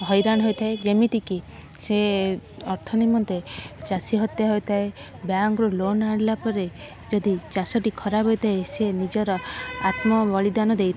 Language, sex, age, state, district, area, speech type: Odia, female, 18-30, Odisha, Kendrapara, urban, spontaneous